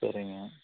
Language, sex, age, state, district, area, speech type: Tamil, male, 30-45, Tamil Nadu, Coimbatore, rural, conversation